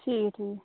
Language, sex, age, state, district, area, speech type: Dogri, female, 30-45, Jammu and Kashmir, Udhampur, rural, conversation